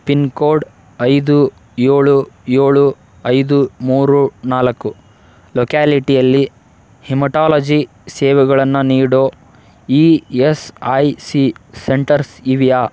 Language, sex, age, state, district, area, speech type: Kannada, male, 18-30, Karnataka, Tumkur, rural, read